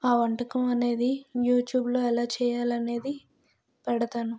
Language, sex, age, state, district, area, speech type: Telugu, female, 60+, Andhra Pradesh, Vizianagaram, rural, spontaneous